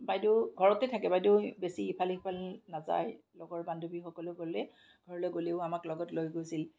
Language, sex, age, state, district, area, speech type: Assamese, female, 45-60, Assam, Kamrup Metropolitan, urban, spontaneous